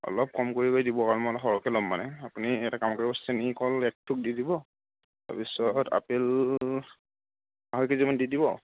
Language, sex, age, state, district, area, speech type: Assamese, male, 45-60, Assam, Morigaon, rural, conversation